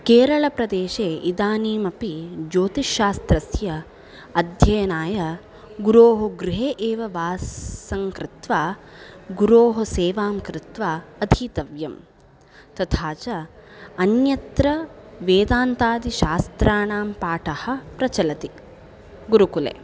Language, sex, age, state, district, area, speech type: Sanskrit, female, 18-30, Karnataka, Udupi, urban, spontaneous